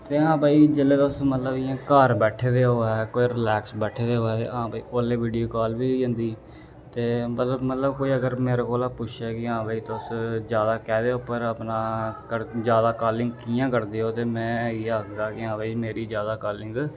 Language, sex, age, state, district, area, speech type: Dogri, male, 18-30, Jammu and Kashmir, Reasi, rural, spontaneous